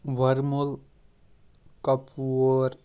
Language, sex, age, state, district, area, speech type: Kashmiri, male, 30-45, Jammu and Kashmir, Kupwara, rural, spontaneous